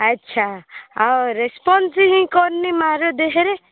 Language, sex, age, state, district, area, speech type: Odia, female, 18-30, Odisha, Sundergarh, urban, conversation